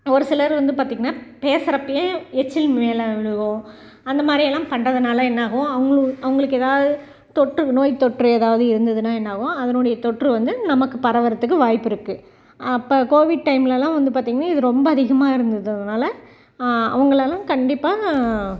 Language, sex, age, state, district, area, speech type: Tamil, female, 45-60, Tamil Nadu, Salem, rural, spontaneous